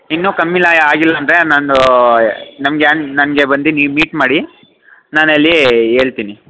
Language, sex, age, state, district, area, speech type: Kannada, male, 18-30, Karnataka, Mysore, urban, conversation